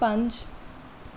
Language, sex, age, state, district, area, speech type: Punjabi, female, 18-30, Punjab, Mohali, rural, read